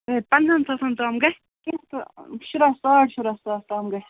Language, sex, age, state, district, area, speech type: Kashmiri, female, 45-60, Jammu and Kashmir, Baramulla, rural, conversation